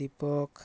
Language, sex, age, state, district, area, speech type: Odia, male, 18-30, Odisha, Subarnapur, urban, spontaneous